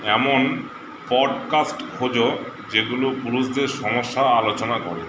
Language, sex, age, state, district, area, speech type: Bengali, male, 30-45, West Bengal, Uttar Dinajpur, urban, read